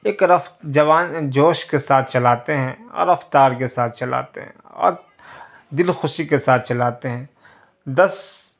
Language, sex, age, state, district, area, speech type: Urdu, male, 30-45, Bihar, Darbhanga, urban, spontaneous